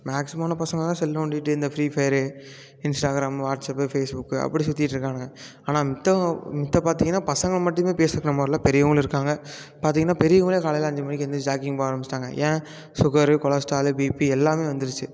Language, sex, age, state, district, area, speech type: Tamil, male, 18-30, Tamil Nadu, Tiruppur, rural, spontaneous